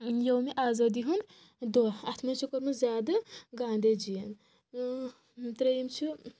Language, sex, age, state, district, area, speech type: Kashmiri, female, 30-45, Jammu and Kashmir, Kulgam, rural, spontaneous